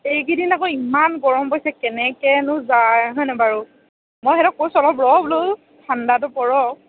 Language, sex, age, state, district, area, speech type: Assamese, female, 18-30, Assam, Morigaon, rural, conversation